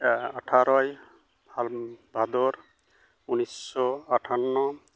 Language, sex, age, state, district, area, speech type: Santali, male, 45-60, West Bengal, Uttar Dinajpur, rural, spontaneous